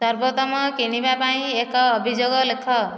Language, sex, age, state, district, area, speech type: Odia, female, 30-45, Odisha, Nayagarh, rural, read